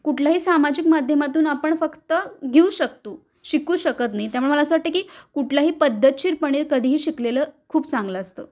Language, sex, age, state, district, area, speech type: Marathi, female, 30-45, Maharashtra, Kolhapur, urban, spontaneous